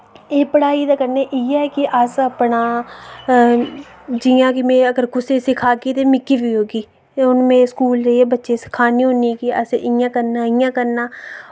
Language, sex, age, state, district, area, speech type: Dogri, female, 18-30, Jammu and Kashmir, Reasi, rural, spontaneous